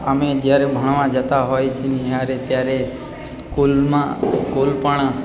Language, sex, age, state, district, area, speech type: Gujarati, male, 30-45, Gujarat, Narmada, rural, spontaneous